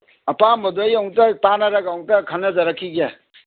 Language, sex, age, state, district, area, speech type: Manipuri, male, 60+, Manipur, Kangpokpi, urban, conversation